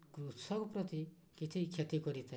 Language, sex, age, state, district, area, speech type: Odia, male, 60+, Odisha, Mayurbhanj, rural, spontaneous